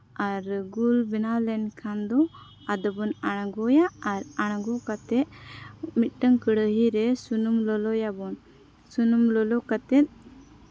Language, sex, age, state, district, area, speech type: Santali, female, 18-30, Jharkhand, Seraikela Kharsawan, rural, spontaneous